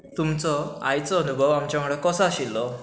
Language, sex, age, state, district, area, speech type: Goan Konkani, female, 30-45, Goa, Tiswadi, rural, spontaneous